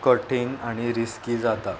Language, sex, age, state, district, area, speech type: Goan Konkani, female, 18-30, Goa, Murmgao, urban, spontaneous